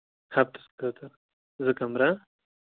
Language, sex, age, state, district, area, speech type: Kashmiri, male, 18-30, Jammu and Kashmir, Kupwara, rural, conversation